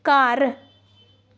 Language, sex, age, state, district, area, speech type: Punjabi, female, 18-30, Punjab, Amritsar, urban, read